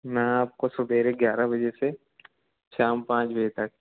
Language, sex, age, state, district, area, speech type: Hindi, male, 30-45, Madhya Pradesh, Jabalpur, urban, conversation